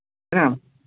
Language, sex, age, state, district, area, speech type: Hindi, male, 30-45, Madhya Pradesh, Hoshangabad, rural, conversation